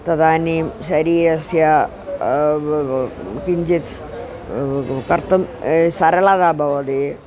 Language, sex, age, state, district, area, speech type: Sanskrit, female, 45-60, Kerala, Thiruvananthapuram, urban, spontaneous